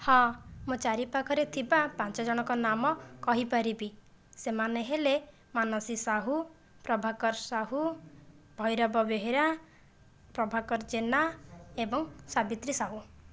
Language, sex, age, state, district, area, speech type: Odia, female, 30-45, Odisha, Jajpur, rural, spontaneous